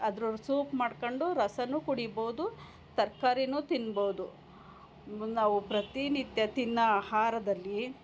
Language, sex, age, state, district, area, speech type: Kannada, female, 45-60, Karnataka, Hassan, urban, spontaneous